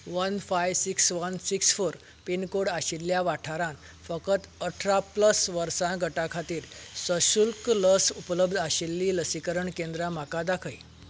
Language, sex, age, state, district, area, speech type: Goan Konkani, male, 45-60, Goa, Canacona, rural, read